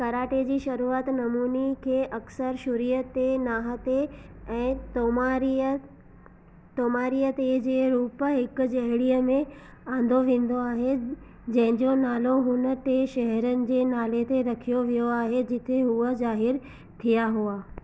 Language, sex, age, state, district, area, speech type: Sindhi, female, 18-30, Gujarat, Surat, urban, read